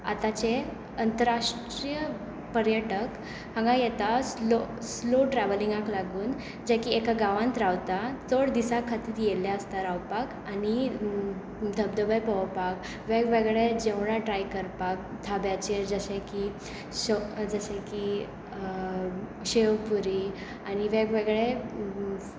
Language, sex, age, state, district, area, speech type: Goan Konkani, female, 18-30, Goa, Tiswadi, rural, spontaneous